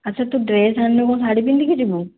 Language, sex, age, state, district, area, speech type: Odia, female, 18-30, Odisha, Jajpur, rural, conversation